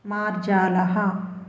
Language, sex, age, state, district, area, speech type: Sanskrit, female, 30-45, Andhra Pradesh, Bapatla, urban, read